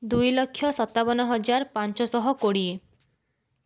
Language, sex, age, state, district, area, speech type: Odia, female, 18-30, Odisha, Cuttack, urban, spontaneous